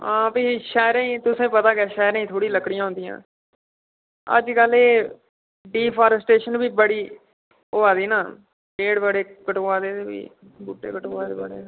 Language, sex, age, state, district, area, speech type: Dogri, male, 18-30, Jammu and Kashmir, Udhampur, rural, conversation